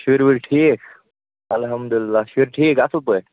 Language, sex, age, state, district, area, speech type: Kashmiri, male, 18-30, Jammu and Kashmir, Kupwara, rural, conversation